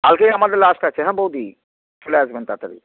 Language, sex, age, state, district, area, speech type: Bengali, male, 45-60, West Bengal, Hooghly, urban, conversation